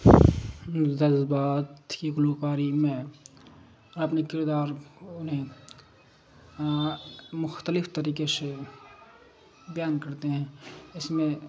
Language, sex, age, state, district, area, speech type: Urdu, male, 45-60, Bihar, Darbhanga, rural, spontaneous